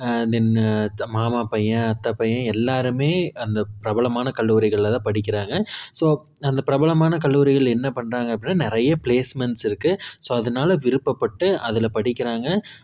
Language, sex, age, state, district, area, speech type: Tamil, male, 30-45, Tamil Nadu, Tiruppur, rural, spontaneous